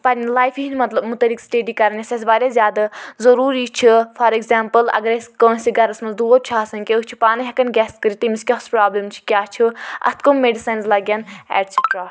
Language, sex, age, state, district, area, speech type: Kashmiri, female, 18-30, Jammu and Kashmir, Anantnag, rural, spontaneous